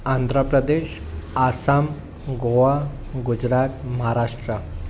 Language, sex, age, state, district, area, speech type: Sindhi, male, 18-30, Maharashtra, Thane, urban, spontaneous